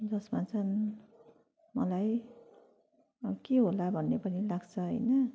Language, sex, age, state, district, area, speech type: Nepali, female, 18-30, West Bengal, Darjeeling, rural, spontaneous